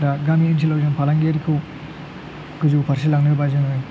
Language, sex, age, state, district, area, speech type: Bodo, male, 30-45, Assam, Chirang, rural, spontaneous